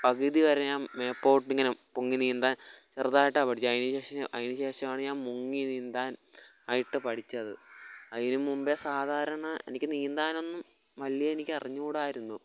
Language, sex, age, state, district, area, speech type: Malayalam, male, 18-30, Kerala, Kollam, rural, spontaneous